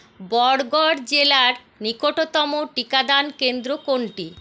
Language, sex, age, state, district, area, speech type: Bengali, female, 45-60, West Bengal, Purulia, urban, read